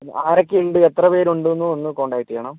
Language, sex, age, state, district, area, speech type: Malayalam, female, 30-45, Kerala, Kozhikode, urban, conversation